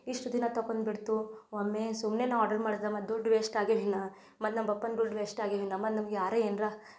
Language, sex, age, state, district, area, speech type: Kannada, female, 18-30, Karnataka, Bidar, urban, spontaneous